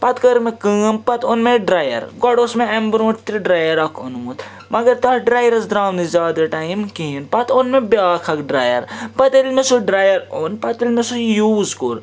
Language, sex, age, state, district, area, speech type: Kashmiri, male, 30-45, Jammu and Kashmir, Srinagar, urban, spontaneous